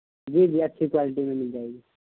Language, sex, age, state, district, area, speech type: Urdu, male, 18-30, Bihar, Purnia, rural, conversation